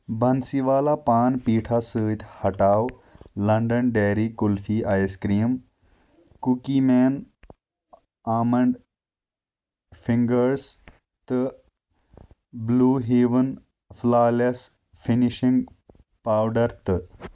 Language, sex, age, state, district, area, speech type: Kashmiri, male, 30-45, Jammu and Kashmir, Kulgam, rural, read